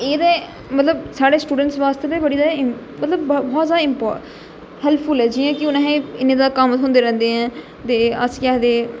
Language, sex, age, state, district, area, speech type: Dogri, female, 18-30, Jammu and Kashmir, Jammu, urban, spontaneous